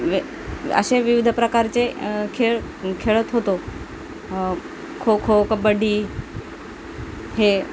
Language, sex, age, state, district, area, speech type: Marathi, female, 30-45, Maharashtra, Nanded, rural, spontaneous